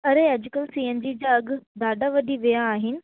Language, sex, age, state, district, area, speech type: Sindhi, female, 18-30, Delhi, South Delhi, urban, conversation